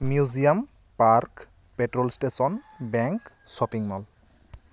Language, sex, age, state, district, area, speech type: Santali, male, 30-45, West Bengal, Bankura, rural, spontaneous